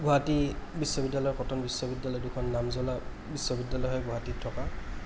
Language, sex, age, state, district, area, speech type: Assamese, male, 30-45, Assam, Kamrup Metropolitan, urban, spontaneous